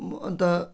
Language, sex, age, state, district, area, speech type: Nepali, male, 60+, West Bengal, Jalpaiguri, rural, spontaneous